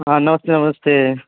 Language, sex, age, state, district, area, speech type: Hindi, male, 30-45, Bihar, Darbhanga, rural, conversation